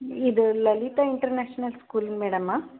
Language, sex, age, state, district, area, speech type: Kannada, female, 45-60, Karnataka, Davanagere, rural, conversation